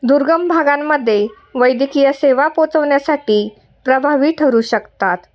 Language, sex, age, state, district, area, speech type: Marathi, female, 30-45, Maharashtra, Nashik, urban, spontaneous